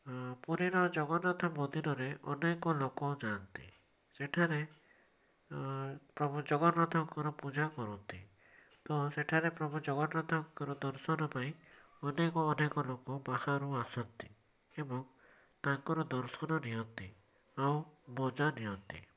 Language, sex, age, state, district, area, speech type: Odia, male, 18-30, Odisha, Cuttack, urban, spontaneous